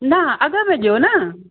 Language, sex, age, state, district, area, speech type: Sindhi, female, 45-60, Uttar Pradesh, Lucknow, urban, conversation